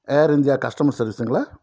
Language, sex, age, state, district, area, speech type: Tamil, male, 45-60, Tamil Nadu, Dharmapuri, rural, spontaneous